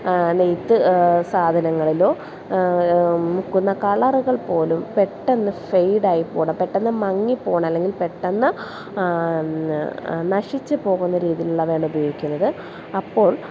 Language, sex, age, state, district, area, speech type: Malayalam, female, 30-45, Kerala, Alappuzha, urban, spontaneous